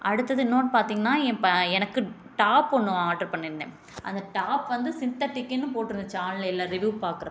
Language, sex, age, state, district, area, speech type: Tamil, female, 30-45, Tamil Nadu, Tiruchirappalli, rural, spontaneous